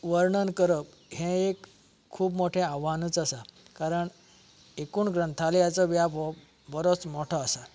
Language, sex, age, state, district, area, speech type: Goan Konkani, male, 45-60, Goa, Canacona, rural, spontaneous